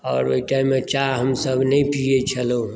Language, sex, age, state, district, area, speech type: Maithili, male, 45-60, Bihar, Madhubani, rural, spontaneous